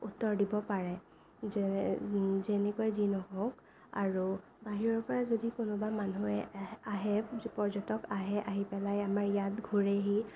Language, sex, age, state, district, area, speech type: Assamese, female, 18-30, Assam, Sonitpur, rural, spontaneous